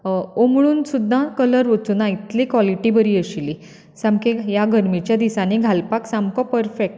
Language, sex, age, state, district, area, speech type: Goan Konkani, female, 30-45, Goa, Bardez, urban, spontaneous